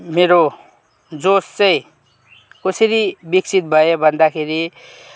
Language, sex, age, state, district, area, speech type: Nepali, male, 18-30, West Bengal, Kalimpong, rural, spontaneous